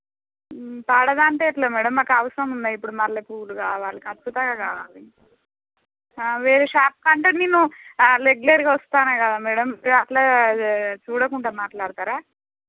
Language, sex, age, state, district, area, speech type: Telugu, female, 30-45, Telangana, Warangal, rural, conversation